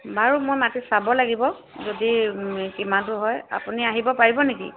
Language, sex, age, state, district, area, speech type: Assamese, female, 30-45, Assam, Sivasagar, rural, conversation